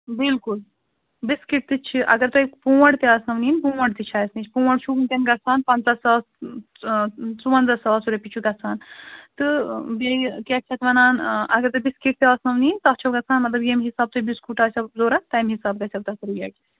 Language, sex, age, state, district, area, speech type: Kashmiri, female, 30-45, Jammu and Kashmir, Srinagar, urban, conversation